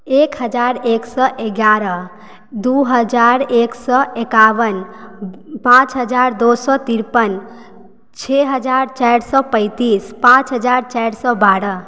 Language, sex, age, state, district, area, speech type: Maithili, female, 18-30, Bihar, Supaul, rural, spontaneous